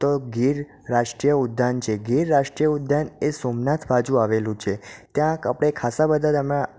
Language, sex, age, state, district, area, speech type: Gujarati, male, 18-30, Gujarat, Ahmedabad, urban, spontaneous